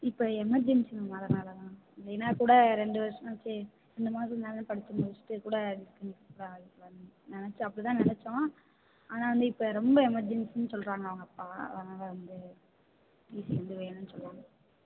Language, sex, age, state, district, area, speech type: Tamil, female, 18-30, Tamil Nadu, Karur, rural, conversation